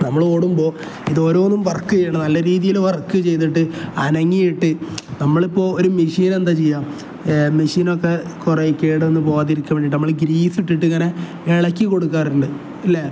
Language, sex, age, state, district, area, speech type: Malayalam, male, 18-30, Kerala, Kozhikode, rural, spontaneous